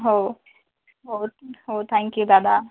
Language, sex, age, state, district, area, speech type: Marathi, female, 30-45, Maharashtra, Thane, urban, conversation